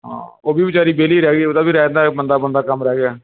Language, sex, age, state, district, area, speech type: Punjabi, male, 30-45, Punjab, Gurdaspur, urban, conversation